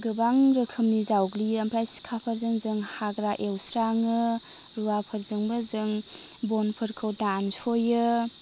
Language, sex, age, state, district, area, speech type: Bodo, female, 30-45, Assam, Chirang, rural, spontaneous